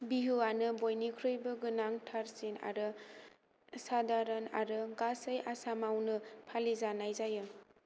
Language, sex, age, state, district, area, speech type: Bodo, female, 18-30, Assam, Kokrajhar, rural, read